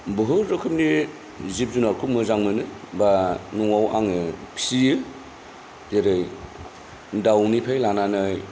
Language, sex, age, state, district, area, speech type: Bodo, male, 45-60, Assam, Kokrajhar, rural, spontaneous